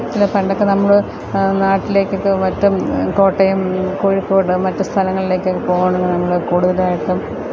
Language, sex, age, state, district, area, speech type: Malayalam, female, 45-60, Kerala, Thiruvananthapuram, rural, spontaneous